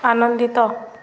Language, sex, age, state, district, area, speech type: Odia, female, 18-30, Odisha, Subarnapur, urban, read